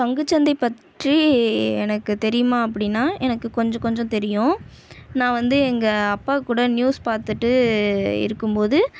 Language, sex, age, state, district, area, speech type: Tamil, female, 30-45, Tamil Nadu, Tiruvarur, rural, spontaneous